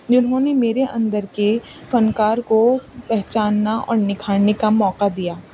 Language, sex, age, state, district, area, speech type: Urdu, female, 18-30, Uttar Pradesh, Rampur, urban, spontaneous